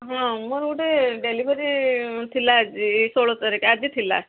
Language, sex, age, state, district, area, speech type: Odia, female, 60+, Odisha, Gajapati, rural, conversation